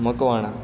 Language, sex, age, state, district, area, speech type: Gujarati, male, 18-30, Gujarat, Ahmedabad, urban, spontaneous